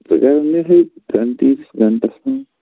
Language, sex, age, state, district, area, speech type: Kashmiri, male, 30-45, Jammu and Kashmir, Ganderbal, rural, conversation